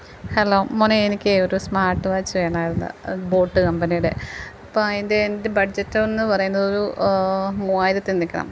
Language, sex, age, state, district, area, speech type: Malayalam, female, 45-60, Kerala, Kottayam, rural, spontaneous